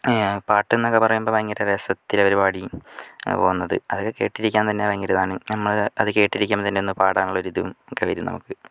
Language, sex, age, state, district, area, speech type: Malayalam, male, 45-60, Kerala, Kozhikode, urban, spontaneous